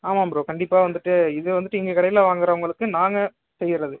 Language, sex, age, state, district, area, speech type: Tamil, male, 30-45, Tamil Nadu, Ariyalur, rural, conversation